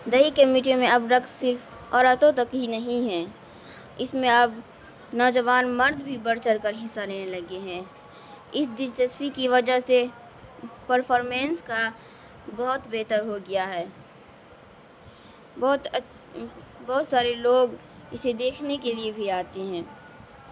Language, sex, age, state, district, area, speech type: Urdu, female, 18-30, Bihar, Madhubani, rural, spontaneous